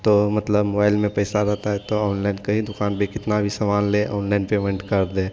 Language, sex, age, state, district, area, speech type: Hindi, male, 18-30, Bihar, Madhepura, rural, spontaneous